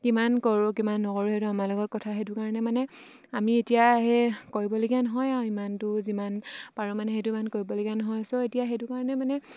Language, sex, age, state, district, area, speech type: Assamese, female, 18-30, Assam, Sivasagar, rural, spontaneous